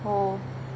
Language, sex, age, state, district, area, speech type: Marathi, female, 30-45, Maharashtra, Wardha, rural, read